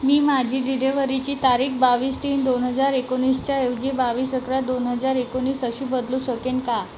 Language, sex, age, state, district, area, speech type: Marathi, female, 30-45, Maharashtra, Nagpur, urban, read